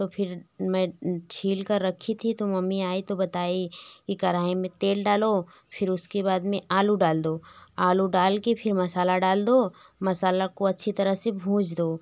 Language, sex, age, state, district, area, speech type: Hindi, female, 18-30, Uttar Pradesh, Varanasi, rural, spontaneous